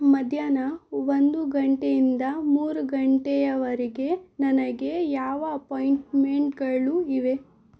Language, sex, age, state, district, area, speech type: Kannada, female, 18-30, Karnataka, Bangalore Rural, urban, read